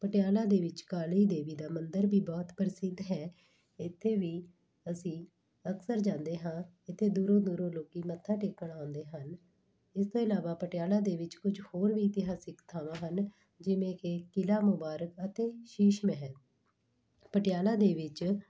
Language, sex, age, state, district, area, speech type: Punjabi, female, 30-45, Punjab, Patiala, urban, spontaneous